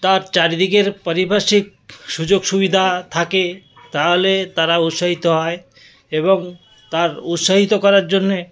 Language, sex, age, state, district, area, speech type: Bengali, male, 60+, West Bengal, South 24 Parganas, rural, spontaneous